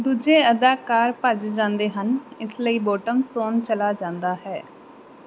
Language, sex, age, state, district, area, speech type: Punjabi, female, 18-30, Punjab, Mansa, urban, read